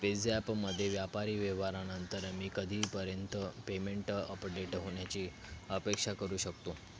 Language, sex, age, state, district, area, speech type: Marathi, male, 18-30, Maharashtra, Thane, urban, read